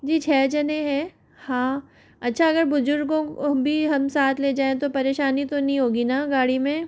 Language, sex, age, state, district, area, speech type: Hindi, female, 30-45, Rajasthan, Jaipur, urban, spontaneous